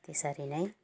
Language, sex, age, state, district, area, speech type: Nepali, female, 60+, West Bengal, Jalpaiguri, rural, spontaneous